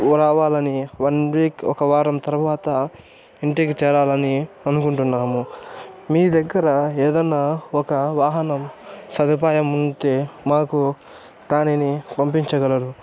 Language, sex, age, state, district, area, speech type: Telugu, male, 18-30, Andhra Pradesh, Chittoor, rural, spontaneous